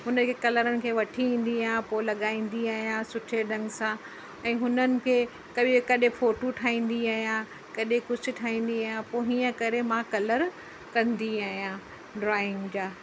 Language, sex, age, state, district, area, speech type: Sindhi, female, 45-60, Uttar Pradesh, Lucknow, rural, spontaneous